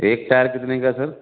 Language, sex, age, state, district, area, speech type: Urdu, male, 60+, Delhi, South Delhi, urban, conversation